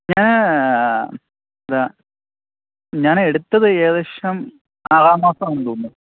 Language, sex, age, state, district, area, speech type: Malayalam, male, 30-45, Kerala, Thiruvananthapuram, urban, conversation